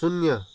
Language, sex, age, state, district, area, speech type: Nepali, male, 18-30, West Bengal, Kalimpong, rural, read